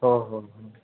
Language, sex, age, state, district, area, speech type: Marathi, male, 18-30, Maharashtra, Ahmednagar, rural, conversation